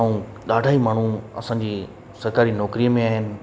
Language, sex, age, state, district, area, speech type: Sindhi, male, 30-45, Madhya Pradesh, Katni, urban, spontaneous